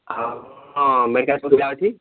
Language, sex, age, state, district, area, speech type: Odia, male, 30-45, Odisha, Sambalpur, rural, conversation